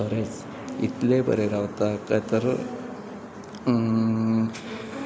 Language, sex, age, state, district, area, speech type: Goan Konkani, male, 45-60, Goa, Pernem, rural, spontaneous